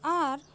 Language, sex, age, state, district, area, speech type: Santali, female, 18-30, West Bengal, Paschim Bardhaman, urban, spontaneous